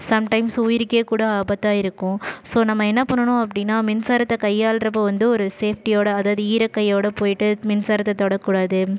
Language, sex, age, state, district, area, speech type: Tamil, female, 30-45, Tamil Nadu, Ariyalur, rural, spontaneous